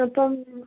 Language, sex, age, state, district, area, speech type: Malayalam, female, 18-30, Kerala, Kannur, urban, conversation